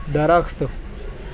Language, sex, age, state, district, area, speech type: Urdu, male, 18-30, Maharashtra, Nashik, rural, read